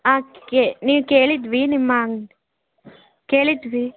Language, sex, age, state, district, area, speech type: Kannada, female, 18-30, Karnataka, Davanagere, rural, conversation